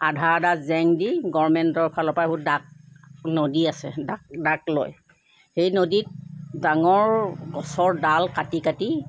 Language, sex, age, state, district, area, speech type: Assamese, female, 60+, Assam, Sivasagar, urban, spontaneous